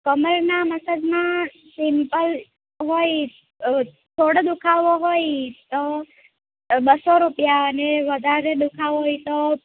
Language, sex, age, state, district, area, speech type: Gujarati, female, 18-30, Gujarat, Valsad, rural, conversation